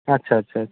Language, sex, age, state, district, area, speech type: Bengali, male, 60+, West Bengal, Purba Medinipur, rural, conversation